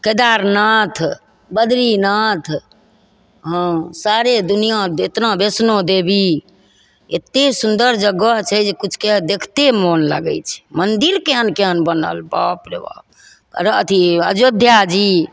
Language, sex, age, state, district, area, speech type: Maithili, female, 60+, Bihar, Begusarai, rural, spontaneous